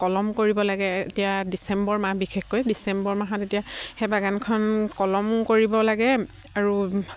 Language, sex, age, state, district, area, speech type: Assamese, female, 18-30, Assam, Sivasagar, rural, spontaneous